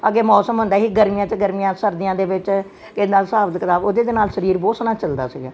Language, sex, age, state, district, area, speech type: Punjabi, female, 60+, Punjab, Gurdaspur, urban, spontaneous